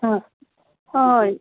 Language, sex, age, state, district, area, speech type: Telugu, female, 45-60, Andhra Pradesh, East Godavari, rural, conversation